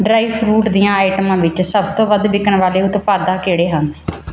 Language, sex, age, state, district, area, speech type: Punjabi, female, 30-45, Punjab, Mansa, urban, read